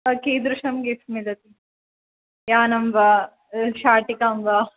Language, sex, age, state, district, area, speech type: Sanskrit, female, 18-30, Andhra Pradesh, Chittoor, urban, conversation